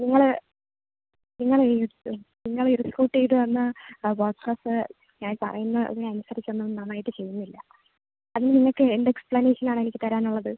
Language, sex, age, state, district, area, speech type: Malayalam, female, 18-30, Kerala, Thiruvananthapuram, rural, conversation